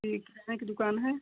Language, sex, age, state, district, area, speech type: Hindi, female, 30-45, Uttar Pradesh, Mau, rural, conversation